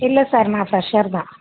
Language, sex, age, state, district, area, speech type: Tamil, female, 18-30, Tamil Nadu, Madurai, urban, conversation